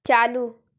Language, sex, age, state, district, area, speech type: Hindi, female, 18-30, Madhya Pradesh, Bhopal, urban, read